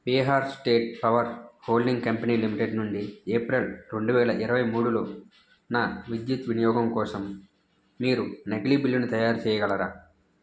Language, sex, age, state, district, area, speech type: Telugu, male, 18-30, Andhra Pradesh, N T Rama Rao, rural, read